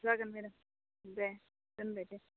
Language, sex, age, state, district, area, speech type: Bodo, female, 30-45, Assam, Udalguri, urban, conversation